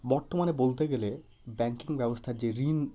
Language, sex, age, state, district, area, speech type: Bengali, male, 30-45, West Bengal, Hooghly, urban, spontaneous